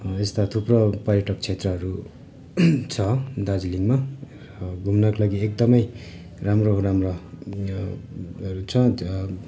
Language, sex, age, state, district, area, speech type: Nepali, male, 30-45, West Bengal, Darjeeling, rural, spontaneous